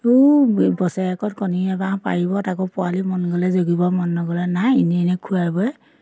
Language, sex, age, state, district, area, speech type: Assamese, female, 45-60, Assam, Majuli, urban, spontaneous